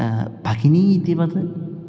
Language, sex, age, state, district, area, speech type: Sanskrit, male, 18-30, Kerala, Kozhikode, rural, spontaneous